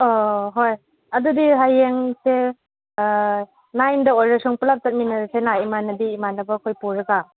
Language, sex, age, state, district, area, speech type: Manipuri, female, 30-45, Manipur, Chandel, rural, conversation